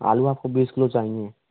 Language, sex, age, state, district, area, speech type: Hindi, male, 45-60, Rajasthan, Karauli, rural, conversation